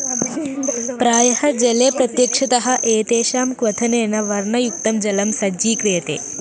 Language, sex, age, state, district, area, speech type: Sanskrit, female, 18-30, Kerala, Kottayam, rural, read